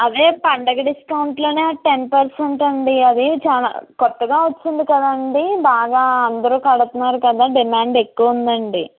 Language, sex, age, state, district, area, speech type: Telugu, female, 60+, Andhra Pradesh, Eluru, urban, conversation